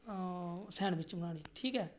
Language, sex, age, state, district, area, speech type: Dogri, male, 30-45, Jammu and Kashmir, Reasi, rural, spontaneous